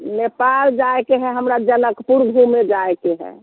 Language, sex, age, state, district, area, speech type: Maithili, female, 60+, Bihar, Muzaffarpur, rural, conversation